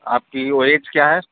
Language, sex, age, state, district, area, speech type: Hindi, male, 45-60, Madhya Pradesh, Hoshangabad, rural, conversation